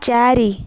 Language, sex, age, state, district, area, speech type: Odia, female, 18-30, Odisha, Kalahandi, rural, read